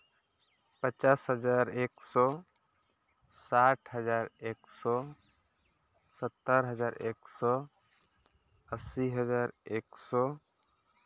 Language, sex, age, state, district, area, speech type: Santali, male, 18-30, Jharkhand, Seraikela Kharsawan, rural, spontaneous